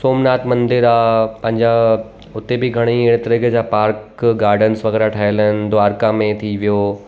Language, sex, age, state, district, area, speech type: Sindhi, male, 30-45, Gujarat, Surat, urban, spontaneous